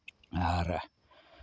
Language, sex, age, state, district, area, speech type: Santali, male, 45-60, Jharkhand, Seraikela Kharsawan, rural, spontaneous